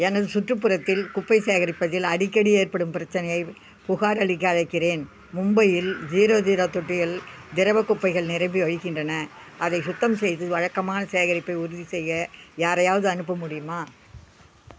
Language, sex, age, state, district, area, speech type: Tamil, female, 60+, Tamil Nadu, Viluppuram, rural, read